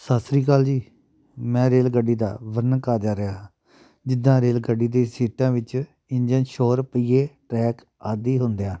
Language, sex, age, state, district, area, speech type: Punjabi, male, 30-45, Punjab, Amritsar, urban, spontaneous